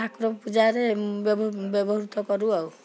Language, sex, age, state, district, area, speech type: Odia, female, 60+, Odisha, Cuttack, urban, spontaneous